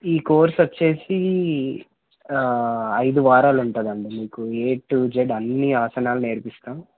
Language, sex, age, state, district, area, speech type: Telugu, male, 18-30, Telangana, Hanamkonda, urban, conversation